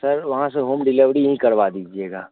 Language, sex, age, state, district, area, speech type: Hindi, male, 30-45, Bihar, Madhepura, rural, conversation